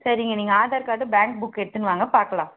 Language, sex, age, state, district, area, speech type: Tamil, female, 30-45, Tamil Nadu, Tirupattur, rural, conversation